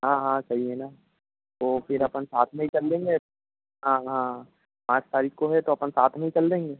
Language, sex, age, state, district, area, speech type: Hindi, male, 18-30, Madhya Pradesh, Harda, urban, conversation